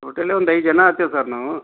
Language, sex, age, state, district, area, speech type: Kannada, male, 45-60, Karnataka, Gulbarga, urban, conversation